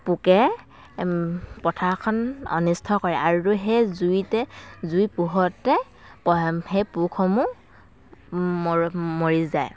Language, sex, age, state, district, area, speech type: Assamese, female, 45-60, Assam, Dhemaji, rural, spontaneous